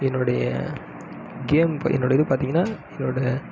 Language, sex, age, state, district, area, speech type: Tamil, male, 18-30, Tamil Nadu, Kallakurichi, rural, spontaneous